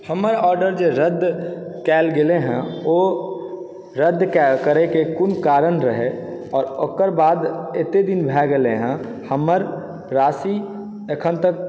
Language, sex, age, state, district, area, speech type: Maithili, male, 30-45, Bihar, Supaul, urban, spontaneous